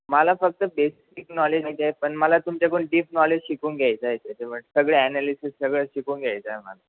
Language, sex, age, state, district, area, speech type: Marathi, male, 18-30, Maharashtra, Ahmednagar, rural, conversation